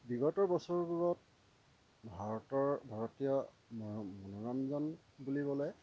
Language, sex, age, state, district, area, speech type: Assamese, male, 30-45, Assam, Dhemaji, rural, spontaneous